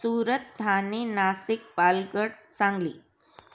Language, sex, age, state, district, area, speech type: Sindhi, female, 30-45, Gujarat, Surat, urban, spontaneous